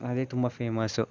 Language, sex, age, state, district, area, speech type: Kannada, male, 18-30, Karnataka, Mandya, rural, spontaneous